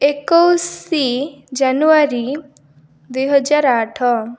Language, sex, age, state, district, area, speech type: Odia, female, 18-30, Odisha, Rayagada, rural, spontaneous